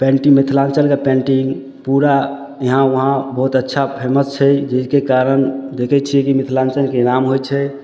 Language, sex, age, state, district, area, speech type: Maithili, male, 18-30, Bihar, Samastipur, urban, spontaneous